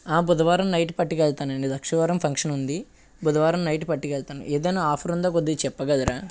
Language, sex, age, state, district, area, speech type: Telugu, male, 30-45, Andhra Pradesh, Eluru, rural, spontaneous